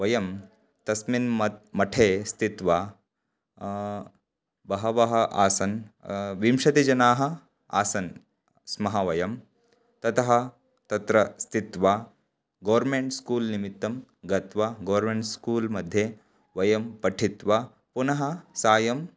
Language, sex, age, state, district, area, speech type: Sanskrit, male, 18-30, Karnataka, Bagalkot, rural, spontaneous